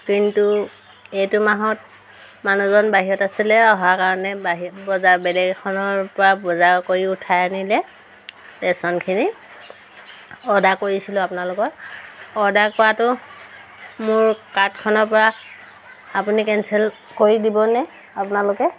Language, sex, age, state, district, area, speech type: Assamese, female, 30-45, Assam, Tinsukia, urban, spontaneous